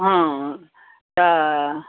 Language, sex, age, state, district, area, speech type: Maithili, female, 60+, Bihar, Araria, rural, conversation